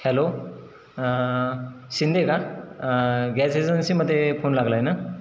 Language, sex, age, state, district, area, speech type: Marathi, male, 30-45, Maharashtra, Satara, rural, spontaneous